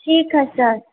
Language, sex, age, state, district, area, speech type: Hindi, female, 30-45, Bihar, Vaishali, urban, conversation